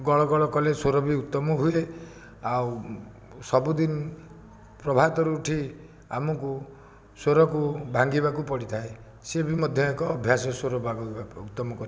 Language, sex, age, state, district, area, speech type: Odia, male, 60+, Odisha, Jajpur, rural, spontaneous